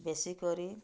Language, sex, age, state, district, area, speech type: Odia, female, 45-60, Odisha, Bargarh, urban, spontaneous